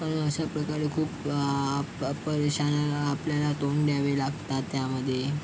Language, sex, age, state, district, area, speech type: Marathi, male, 45-60, Maharashtra, Yavatmal, urban, spontaneous